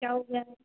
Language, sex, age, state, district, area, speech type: Hindi, female, 18-30, Madhya Pradesh, Hoshangabad, rural, conversation